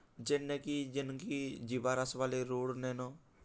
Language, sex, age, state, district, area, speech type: Odia, male, 18-30, Odisha, Balangir, urban, spontaneous